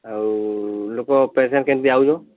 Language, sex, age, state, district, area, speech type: Odia, male, 30-45, Odisha, Sambalpur, rural, conversation